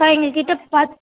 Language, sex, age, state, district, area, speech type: Tamil, female, 30-45, Tamil Nadu, Thoothukudi, rural, conversation